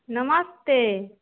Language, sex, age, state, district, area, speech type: Maithili, female, 18-30, Bihar, Samastipur, rural, conversation